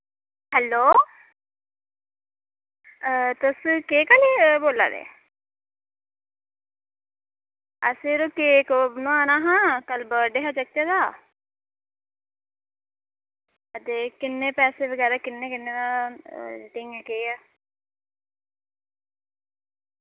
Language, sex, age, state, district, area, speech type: Dogri, female, 18-30, Jammu and Kashmir, Reasi, rural, conversation